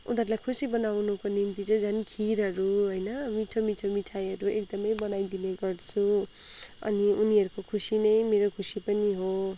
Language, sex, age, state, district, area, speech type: Nepali, female, 45-60, West Bengal, Kalimpong, rural, spontaneous